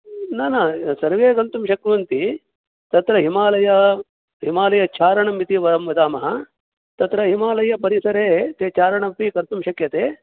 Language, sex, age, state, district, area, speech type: Sanskrit, male, 60+, Karnataka, Udupi, rural, conversation